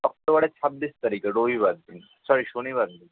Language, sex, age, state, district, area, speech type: Bengali, male, 18-30, West Bengal, Kolkata, urban, conversation